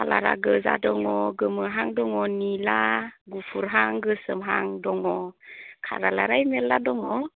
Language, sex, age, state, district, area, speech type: Bodo, female, 30-45, Assam, Chirang, rural, conversation